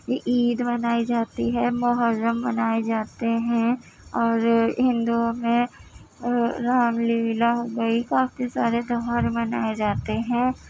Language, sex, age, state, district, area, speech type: Urdu, female, 18-30, Uttar Pradesh, Gautam Buddha Nagar, urban, spontaneous